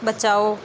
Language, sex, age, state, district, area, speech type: Hindi, female, 18-30, Rajasthan, Nagaur, urban, read